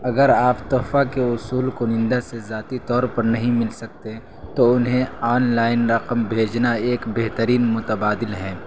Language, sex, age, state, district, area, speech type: Urdu, male, 18-30, Uttar Pradesh, Saharanpur, urban, read